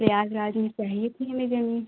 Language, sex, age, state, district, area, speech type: Hindi, female, 18-30, Uttar Pradesh, Jaunpur, urban, conversation